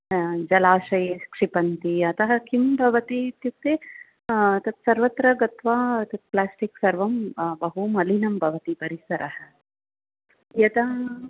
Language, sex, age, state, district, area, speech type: Sanskrit, female, 45-60, Tamil Nadu, Thanjavur, urban, conversation